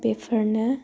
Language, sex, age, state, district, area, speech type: Bodo, female, 18-30, Assam, Udalguri, rural, spontaneous